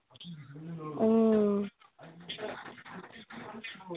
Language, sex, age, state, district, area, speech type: Manipuri, female, 18-30, Manipur, Senapati, rural, conversation